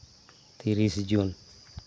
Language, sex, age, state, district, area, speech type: Santali, male, 60+, Jharkhand, Seraikela Kharsawan, rural, spontaneous